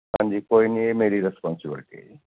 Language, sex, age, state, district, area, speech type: Punjabi, male, 45-60, Punjab, Gurdaspur, urban, conversation